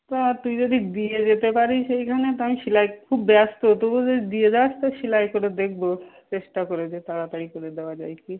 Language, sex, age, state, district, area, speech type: Bengali, female, 45-60, West Bengal, Hooghly, rural, conversation